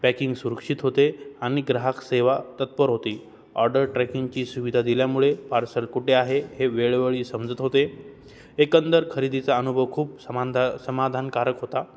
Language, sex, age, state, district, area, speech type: Marathi, male, 18-30, Maharashtra, Jalna, urban, spontaneous